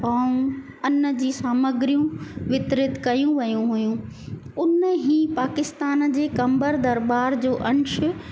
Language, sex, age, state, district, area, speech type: Sindhi, female, 45-60, Madhya Pradesh, Katni, urban, spontaneous